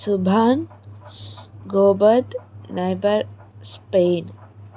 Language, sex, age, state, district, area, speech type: Telugu, female, 18-30, Andhra Pradesh, Palnadu, urban, spontaneous